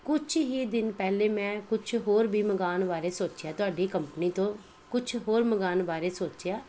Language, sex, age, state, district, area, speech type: Punjabi, female, 45-60, Punjab, Pathankot, rural, spontaneous